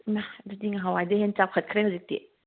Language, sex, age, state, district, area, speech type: Manipuri, female, 30-45, Manipur, Kangpokpi, urban, conversation